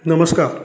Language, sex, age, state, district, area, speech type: Marathi, male, 45-60, Maharashtra, Satara, rural, spontaneous